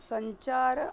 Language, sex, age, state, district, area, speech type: Sanskrit, female, 30-45, Maharashtra, Nagpur, urban, spontaneous